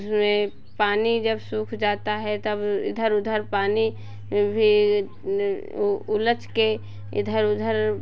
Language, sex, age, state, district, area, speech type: Hindi, female, 45-60, Uttar Pradesh, Hardoi, rural, spontaneous